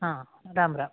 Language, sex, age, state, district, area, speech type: Sanskrit, female, 60+, Karnataka, Uttara Kannada, urban, conversation